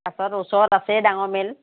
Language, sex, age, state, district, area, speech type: Assamese, female, 60+, Assam, Lakhimpur, rural, conversation